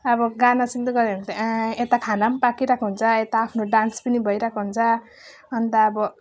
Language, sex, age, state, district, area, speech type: Nepali, female, 18-30, West Bengal, Alipurduar, rural, spontaneous